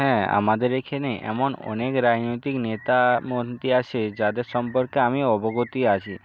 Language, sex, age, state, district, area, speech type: Bengali, male, 60+, West Bengal, Nadia, rural, spontaneous